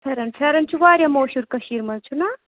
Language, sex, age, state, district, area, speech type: Kashmiri, female, 30-45, Jammu and Kashmir, Anantnag, rural, conversation